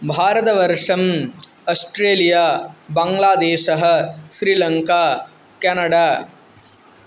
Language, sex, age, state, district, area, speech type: Sanskrit, male, 18-30, West Bengal, Bankura, urban, spontaneous